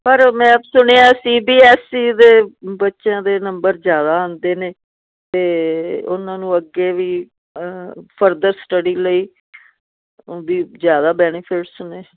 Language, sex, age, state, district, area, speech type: Punjabi, female, 60+, Punjab, Firozpur, urban, conversation